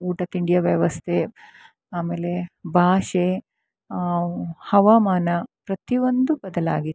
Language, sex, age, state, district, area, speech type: Kannada, female, 45-60, Karnataka, Chikkamagaluru, rural, spontaneous